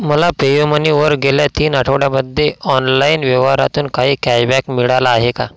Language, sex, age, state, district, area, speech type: Marathi, male, 18-30, Maharashtra, Washim, rural, read